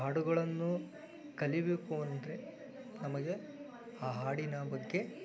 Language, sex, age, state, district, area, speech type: Kannada, male, 30-45, Karnataka, Chikkaballapur, rural, spontaneous